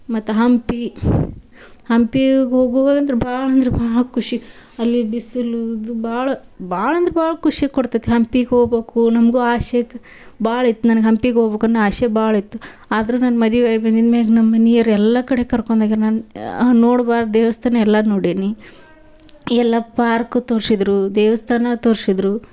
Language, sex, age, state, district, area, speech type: Kannada, female, 18-30, Karnataka, Dharwad, rural, spontaneous